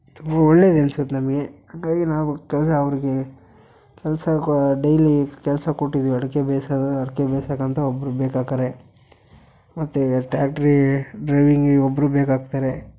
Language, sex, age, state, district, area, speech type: Kannada, male, 18-30, Karnataka, Chitradurga, rural, spontaneous